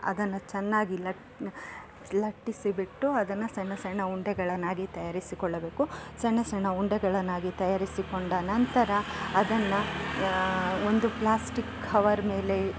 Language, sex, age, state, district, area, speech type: Kannada, female, 30-45, Karnataka, Chikkamagaluru, rural, spontaneous